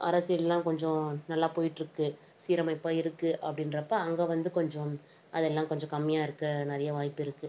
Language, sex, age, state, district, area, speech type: Tamil, female, 18-30, Tamil Nadu, Tiruvannamalai, urban, spontaneous